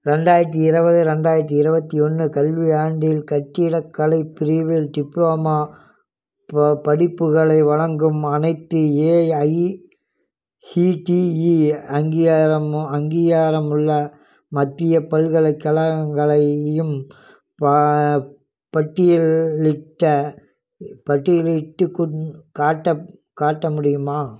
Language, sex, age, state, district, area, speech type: Tamil, male, 45-60, Tamil Nadu, Namakkal, rural, read